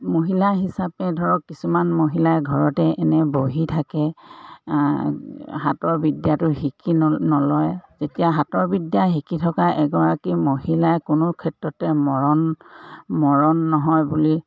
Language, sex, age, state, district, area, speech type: Assamese, female, 45-60, Assam, Dhemaji, urban, spontaneous